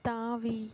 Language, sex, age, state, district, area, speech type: Tamil, female, 18-30, Tamil Nadu, Mayiladuthurai, rural, read